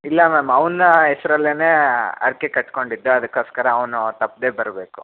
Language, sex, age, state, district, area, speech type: Kannada, male, 18-30, Karnataka, Chitradurga, urban, conversation